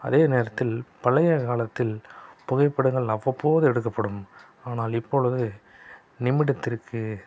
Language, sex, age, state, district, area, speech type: Tamil, male, 30-45, Tamil Nadu, Salem, urban, spontaneous